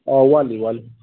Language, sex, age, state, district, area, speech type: Manipuri, male, 30-45, Manipur, Kangpokpi, urban, conversation